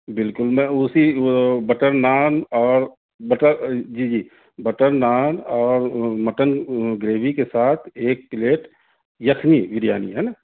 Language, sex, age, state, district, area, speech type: Urdu, male, 30-45, Delhi, South Delhi, urban, conversation